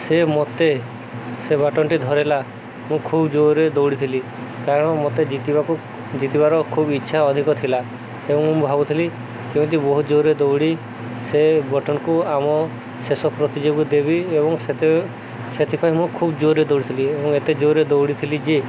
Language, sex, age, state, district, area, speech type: Odia, male, 18-30, Odisha, Subarnapur, urban, spontaneous